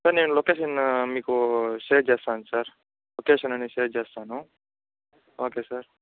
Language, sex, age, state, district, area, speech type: Telugu, male, 18-30, Andhra Pradesh, Chittoor, rural, conversation